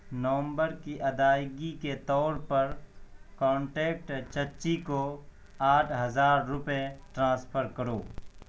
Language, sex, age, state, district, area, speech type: Urdu, male, 18-30, Bihar, Purnia, rural, read